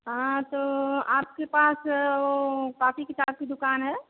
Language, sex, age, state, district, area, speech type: Hindi, female, 60+, Uttar Pradesh, Azamgarh, urban, conversation